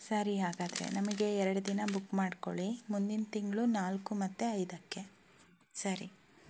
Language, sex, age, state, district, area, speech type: Kannada, female, 18-30, Karnataka, Shimoga, urban, spontaneous